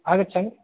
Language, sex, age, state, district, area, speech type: Sanskrit, male, 18-30, Rajasthan, Jaipur, urban, conversation